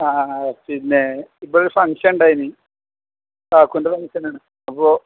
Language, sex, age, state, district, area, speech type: Malayalam, male, 18-30, Kerala, Malappuram, urban, conversation